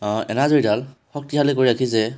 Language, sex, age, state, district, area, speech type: Assamese, male, 18-30, Assam, Tinsukia, urban, spontaneous